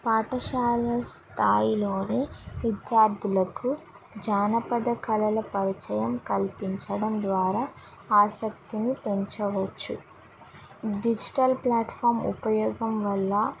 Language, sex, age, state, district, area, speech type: Telugu, female, 18-30, Telangana, Mahabubabad, rural, spontaneous